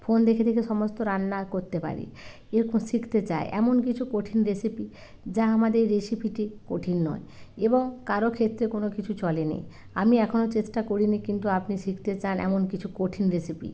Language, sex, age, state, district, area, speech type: Bengali, female, 45-60, West Bengal, Hooghly, rural, spontaneous